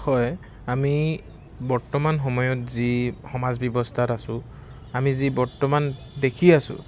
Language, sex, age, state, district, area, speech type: Assamese, male, 18-30, Assam, Charaideo, urban, spontaneous